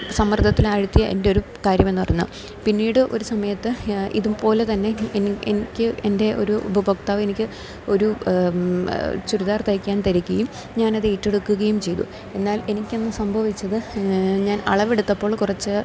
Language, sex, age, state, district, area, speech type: Malayalam, female, 30-45, Kerala, Idukki, rural, spontaneous